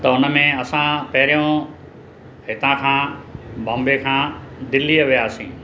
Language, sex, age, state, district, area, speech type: Sindhi, male, 60+, Maharashtra, Mumbai Suburban, urban, spontaneous